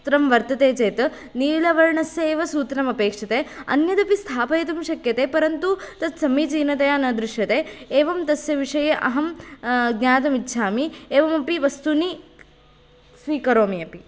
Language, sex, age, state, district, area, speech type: Sanskrit, female, 18-30, Karnataka, Haveri, rural, spontaneous